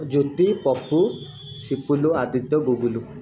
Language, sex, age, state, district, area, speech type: Odia, male, 30-45, Odisha, Puri, urban, spontaneous